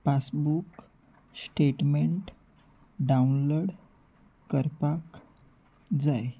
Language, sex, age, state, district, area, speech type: Goan Konkani, male, 18-30, Goa, Salcete, rural, read